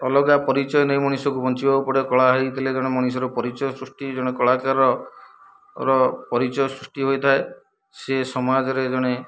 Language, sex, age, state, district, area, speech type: Odia, male, 45-60, Odisha, Kendrapara, urban, spontaneous